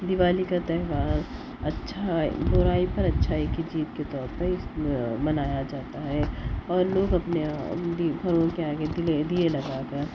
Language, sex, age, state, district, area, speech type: Urdu, female, 30-45, Telangana, Hyderabad, urban, spontaneous